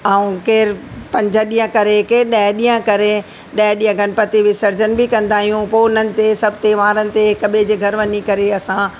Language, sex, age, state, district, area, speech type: Sindhi, female, 45-60, Delhi, South Delhi, urban, spontaneous